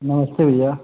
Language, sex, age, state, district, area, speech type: Hindi, male, 18-30, Uttar Pradesh, Azamgarh, rural, conversation